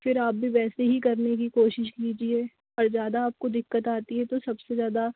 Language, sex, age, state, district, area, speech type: Hindi, male, 60+, Rajasthan, Jaipur, urban, conversation